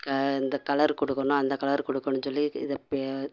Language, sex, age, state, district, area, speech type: Tamil, female, 45-60, Tamil Nadu, Madurai, urban, spontaneous